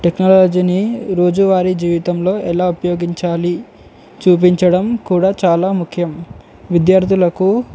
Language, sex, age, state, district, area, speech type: Telugu, male, 18-30, Telangana, Komaram Bheem, urban, spontaneous